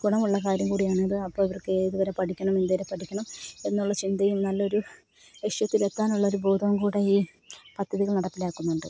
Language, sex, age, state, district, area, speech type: Malayalam, female, 18-30, Kerala, Kozhikode, rural, spontaneous